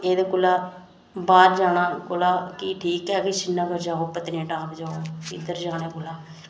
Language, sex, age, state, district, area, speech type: Dogri, female, 30-45, Jammu and Kashmir, Reasi, rural, spontaneous